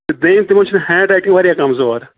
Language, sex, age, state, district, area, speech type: Kashmiri, male, 30-45, Jammu and Kashmir, Ganderbal, rural, conversation